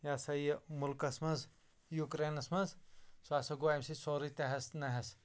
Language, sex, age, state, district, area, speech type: Kashmiri, male, 30-45, Jammu and Kashmir, Anantnag, rural, spontaneous